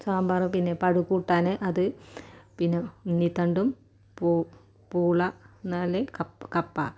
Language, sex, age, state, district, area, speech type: Malayalam, female, 45-60, Kerala, Malappuram, rural, spontaneous